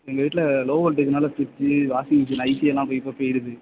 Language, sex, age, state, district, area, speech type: Tamil, male, 18-30, Tamil Nadu, Nagapattinam, rural, conversation